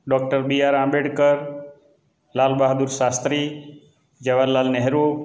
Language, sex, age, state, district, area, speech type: Gujarati, male, 45-60, Gujarat, Amreli, rural, spontaneous